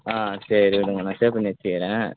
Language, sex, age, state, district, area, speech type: Tamil, male, 18-30, Tamil Nadu, Tiruvannamalai, rural, conversation